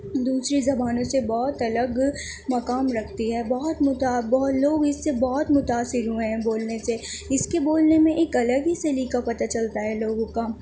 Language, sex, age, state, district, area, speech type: Urdu, female, 18-30, Delhi, Central Delhi, urban, spontaneous